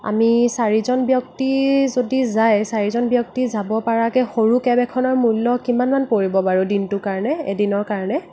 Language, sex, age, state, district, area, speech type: Assamese, female, 18-30, Assam, Nagaon, rural, spontaneous